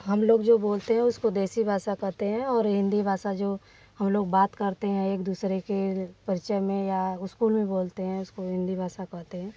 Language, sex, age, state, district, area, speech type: Hindi, female, 30-45, Uttar Pradesh, Varanasi, rural, spontaneous